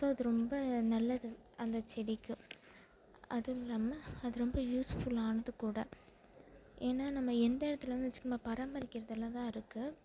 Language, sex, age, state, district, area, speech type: Tamil, female, 18-30, Tamil Nadu, Perambalur, rural, spontaneous